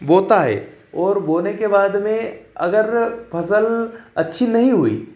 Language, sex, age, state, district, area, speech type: Hindi, male, 30-45, Madhya Pradesh, Ujjain, urban, spontaneous